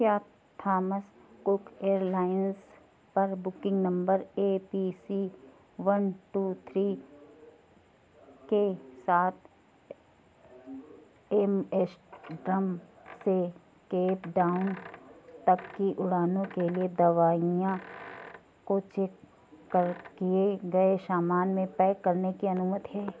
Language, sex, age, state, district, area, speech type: Hindi, female, 45-60, Uttar Pradesh, Sitapur, rural, read